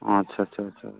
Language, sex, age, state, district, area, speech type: Bengali, male, 45-60, West Bengal, Uttar Dinajpur, urban, conversation